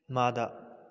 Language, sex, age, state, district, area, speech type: Manipuri, male, 18-30, Manipur, Kakching, rural, read